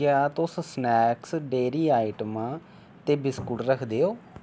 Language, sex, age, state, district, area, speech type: Dogri, male, 18-30, Jammu and Kashmir, Reasi, rural, read